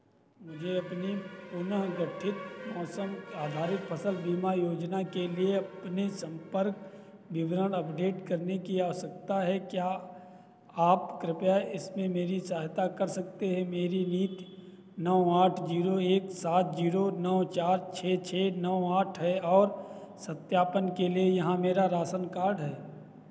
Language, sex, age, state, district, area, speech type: Hindi, male, 30-45, Uttar Pradesh, Sitapur, rural, read